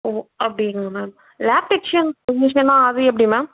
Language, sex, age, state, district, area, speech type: Tamil, female, 18-30, Tamil Nadu, Chengalpattu, urban, conversation